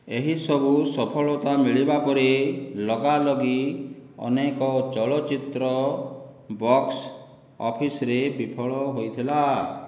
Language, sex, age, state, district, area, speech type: Odia, male, 60+, Odisha, Boudh, rural, read